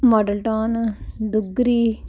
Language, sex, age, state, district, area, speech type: Punjabi, female, 45-60, Punjab, Ludhiana, urban, spontaneous